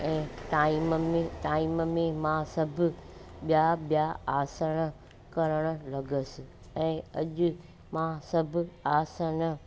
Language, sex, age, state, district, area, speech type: Sindhi, female, 45-60, Gujarat, Junagadh, rural, spontaneous